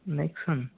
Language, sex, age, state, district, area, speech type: Hindi, male, 60+, Rajasthan, Jaipur, urban, conversation